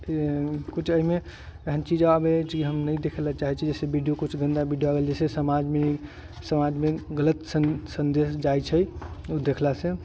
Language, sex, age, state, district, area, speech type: Maithili, male, 18-30, Bihar, Sitamarhi, rural, spontaneous